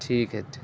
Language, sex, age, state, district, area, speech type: Urdu, male, 18-30, Bihar, Gaya, urban, spontaneous